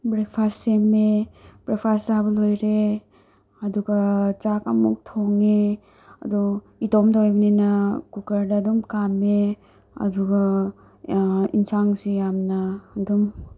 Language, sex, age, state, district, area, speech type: Manipuri, female, 30-45, Manipur, Tengnoupal, rural, spontaneous